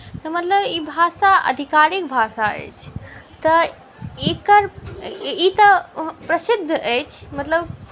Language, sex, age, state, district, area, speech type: Maithili, female, 18-30, Bihar, Saharsa, rural, spontaneous